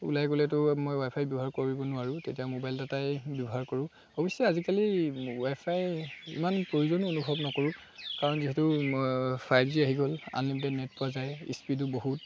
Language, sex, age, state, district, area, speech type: Assamese, male, 18-30, Assam, Charaideo, rural, spontaneous